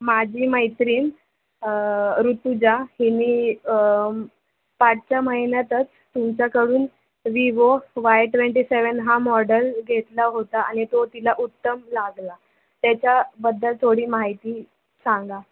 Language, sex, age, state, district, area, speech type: Marathi, female, 18-30, Maharashtra, Thane, urban, conversation